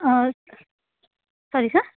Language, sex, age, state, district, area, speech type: Tamil, female, 18-30, Tamil Nadu, Tirupattur, rural, conversation